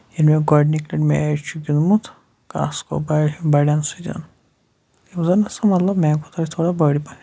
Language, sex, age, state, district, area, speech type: Kashmiri, male, 18-30, Jammu and Kashmir, Shopian, rural, spontaneous